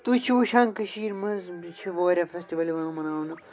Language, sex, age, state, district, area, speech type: Kashmiri, male, 30-45, Jammu and Kashmir, Srinagar, urban, spontaneous